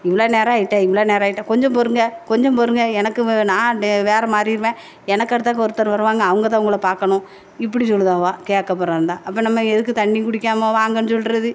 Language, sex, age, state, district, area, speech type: Tamil, female, 45-60, Tamil Nadu, Thoothukudi, urban, spontaneous